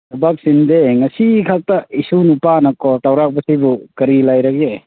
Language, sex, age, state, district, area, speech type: Manipuri, male, 18-30, Manipur, Kangpokpi, urban, conversation